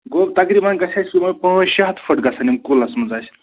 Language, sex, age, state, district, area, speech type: Kashmiri, male, 30-45, Jammu and Kashmir, Bandipora, rural, conversation